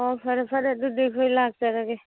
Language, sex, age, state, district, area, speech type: Manipuri, female, 45-60, Manipur, Churachandpur, rural, conversation